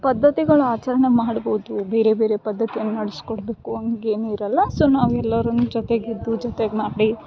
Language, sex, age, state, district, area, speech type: Kannada, female, 18-30, Karnataka, Gulbarga, urban, spontaneous